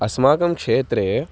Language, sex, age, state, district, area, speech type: Sanskrit, male, 18-30, Maharashtra, Nagpur, urban, spontaneous